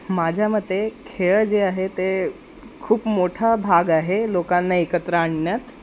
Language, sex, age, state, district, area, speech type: Marathi, male, 18-30, Maharashtra, Wardha, urban, spontaneous